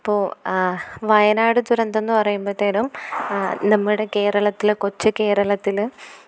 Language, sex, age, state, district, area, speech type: Malayalam, female, 18-30, Kerala, Thiruvananthapuram, rural, spontaneous